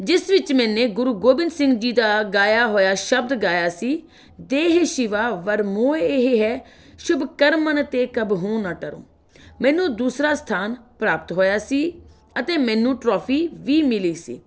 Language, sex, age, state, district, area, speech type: Punjabi, female, 45-60, Punjab, Fatehgarh Sahib, rural, spontaneous